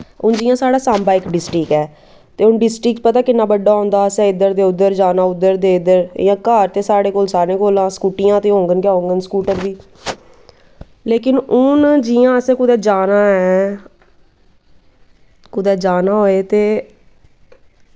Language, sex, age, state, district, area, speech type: Dogri, female, 18-30, Jammu and Kashmir, Samba, rural, spontaneous